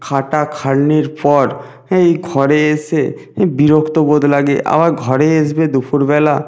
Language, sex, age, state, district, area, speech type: Bengali, male, 30-45, West Bengal, Nadia, rural, spontaneous